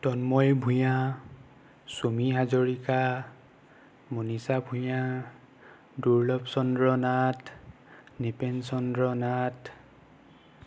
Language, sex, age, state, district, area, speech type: Assamese, male, 18-30, Assam, Nagaon, rural, spontaneous